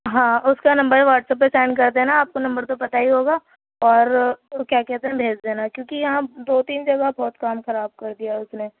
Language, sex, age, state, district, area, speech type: Urdu, female, 45-60, Uttar Pradesh, Gautam Buddha Nagar, urban, conversation